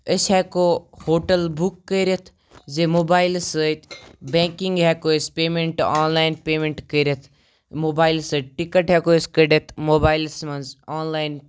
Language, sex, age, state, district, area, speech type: Kashmiri, male, 18-30, Jammu and Kashmir, Kupwara, rural, spontaneous